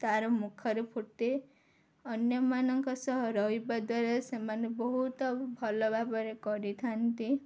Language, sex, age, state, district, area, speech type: Odia, female, 18-30, Odisha, Ganjam, urban, spontaneous